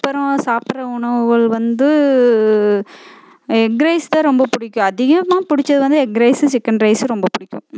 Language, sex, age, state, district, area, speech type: Tamil, female, 30-45, Tamil Nadu, Coimbatore, rural, spontaneous